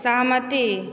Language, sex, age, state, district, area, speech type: Maithili, female, 18-30, Bihar, Supaul, rural, read